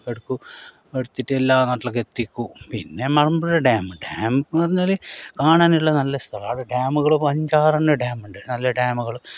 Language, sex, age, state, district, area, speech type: Malayalam, male, 45-60, Kerala, Kasaragod, rural, spontaneous